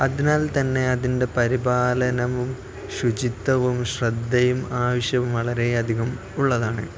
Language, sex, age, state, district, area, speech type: Malayalam, male, 18-30, Kerala, Kozhikode, rural, spontaneous